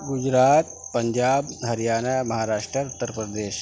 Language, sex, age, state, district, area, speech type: Urdu, male, 45-60, Uttar Pradesh, Lucknow, rural, spontaneous